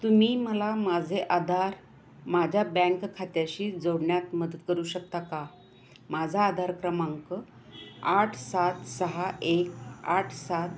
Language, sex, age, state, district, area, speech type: Marathi, female, 60+, Maharashtra, Kolhapur, urban, read